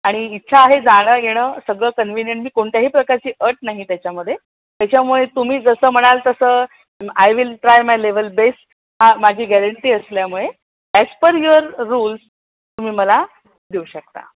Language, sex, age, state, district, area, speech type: Marathi, female, 45-60, Maharashtra, Pune, urban, conversation